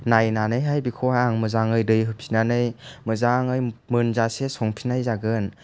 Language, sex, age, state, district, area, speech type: Bodo, male, 60+, Assam, Chirang, urban, spontaneous